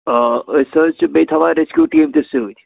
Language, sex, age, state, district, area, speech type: Kashmiri, male, 30-45, Jammu and Kashmir, Srinagar, urban, conversation